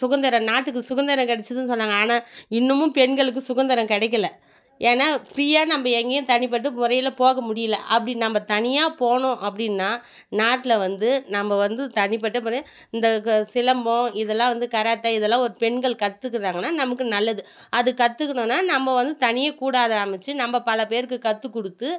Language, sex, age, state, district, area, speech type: Tamil, female, 30-45, Tamil Nadu, Viluppuram, rural, spontaneous